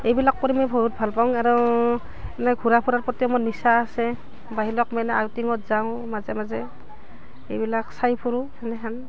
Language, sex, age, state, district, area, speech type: Assamese, female, 30-45, Assam, Barpeta, rural, spontaneous